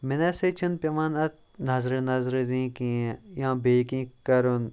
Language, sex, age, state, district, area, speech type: Kashmiri, male, 30-45, Jammu and Kashmir, Kupwara, rural, spontaneous